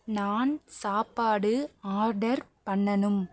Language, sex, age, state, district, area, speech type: Tamil, female, 18-30, Tamil Nadu, Pudukkottai, rural, read